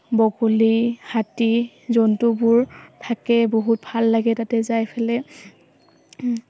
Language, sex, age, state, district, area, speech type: Assamese, female, 18-30, Assam, Udalguri, rural, spontaneous